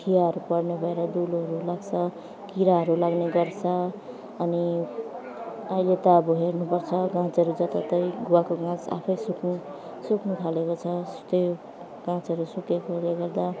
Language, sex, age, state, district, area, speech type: Nepali, female, 30-45, West Bengal, Alipurduar, urban, spontaneous